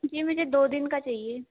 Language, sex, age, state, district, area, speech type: Hindi, female, 18-30, Madhya Pradesh, Chhindwara, urban, conversation